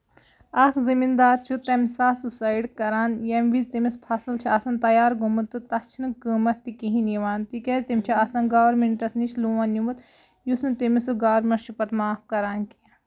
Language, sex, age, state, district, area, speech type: Kashmiri, female, 30-45, Jammu and Kashmir, Kulgam, rural, spontaneous